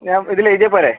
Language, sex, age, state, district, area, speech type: Malayalam, male, 30-45, Kerala, Palakkad, urban, conversation